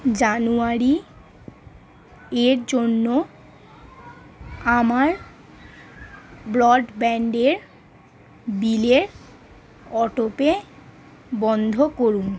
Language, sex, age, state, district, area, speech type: Bengali, female, 18-30, West Bengal, Howrah, urban, read